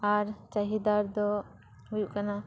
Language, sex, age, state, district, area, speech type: Santali, female, 30-45, West Bengal, Paschim Bardhaman, rural, spontaneous